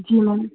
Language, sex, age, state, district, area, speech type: Hindi, female, 18-30, Madhya Pradesh, Hoshangabad, urban, conversation